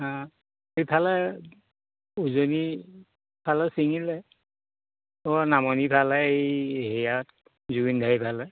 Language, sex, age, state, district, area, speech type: Assamese, male, 60+, Assam, Majuli, urban, conversation